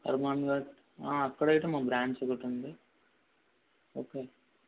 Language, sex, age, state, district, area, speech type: Telugu, male, 18-30, Telangana, Suryapet, urban, conversation